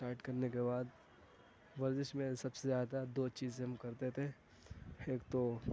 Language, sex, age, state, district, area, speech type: Urdu, male, 18-30, Uttar Pradesh, Gautam Buddha Nagar, rural, spontaneous